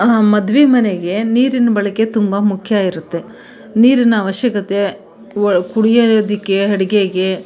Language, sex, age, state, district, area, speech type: Kannada, female, 45-60, Karnataka, Mandya, urban, spontaneous